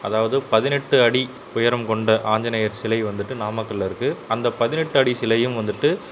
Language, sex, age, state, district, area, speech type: Tamil, male, 30-45, Tamil Nadu, Namakkal, rural, spontaneous